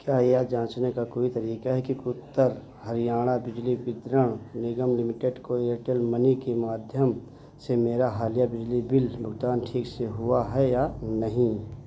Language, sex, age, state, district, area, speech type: Hindi, male, 45-60, Uttar Pradesh, Ayodhya, rural, read